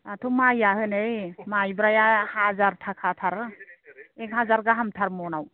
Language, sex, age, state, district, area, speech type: Bodo, female, 60+, Assam, Udalguri, rural, conversation